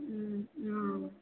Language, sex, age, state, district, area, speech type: Tamil, female, 18-30, Tamil Nadu, Karur, rural, conversation